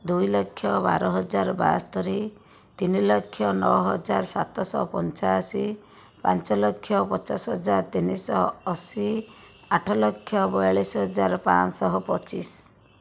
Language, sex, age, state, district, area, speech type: Odia, female, 60+, Odisha, Jajpur, rural, spontaneous